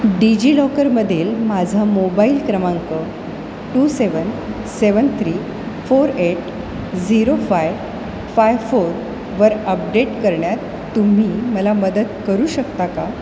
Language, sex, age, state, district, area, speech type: Marathi, female, 45-60, Maharashtra, Mumbai Suburban, urban, read